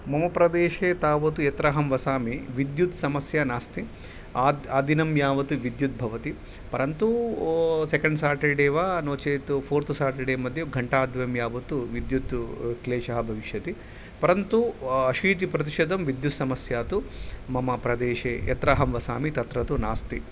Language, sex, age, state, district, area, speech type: Sanskrit, male, 30-45, Telangana, Nizamabad, urban, spontaneous